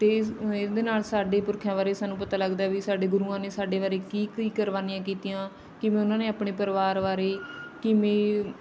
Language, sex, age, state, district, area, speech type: Punjabi, female, 30-45, Punjab, Bathinda, rural, spontaneous